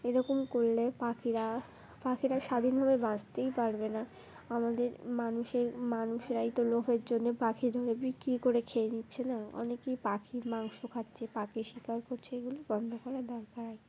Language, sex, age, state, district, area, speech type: Bengali, female, 18-30, West Bengal, Uttar Dinajpur, urban, spontaneous